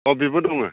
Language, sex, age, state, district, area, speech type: Bodo, male, 45-60, Assam, Baksa, urban, conversation